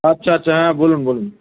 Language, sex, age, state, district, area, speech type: Bengali, male, 18-30, West Bengal, Howrah, urban, conversation